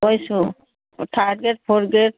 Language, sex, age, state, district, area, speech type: Assamese, female, 60+, Assam, Charaideo, urban, conversation